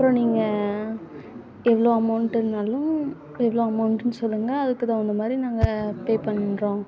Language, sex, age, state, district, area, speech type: Tamil, female, 18-30, Tamil Nadu, Namakkal, rural, spontaneous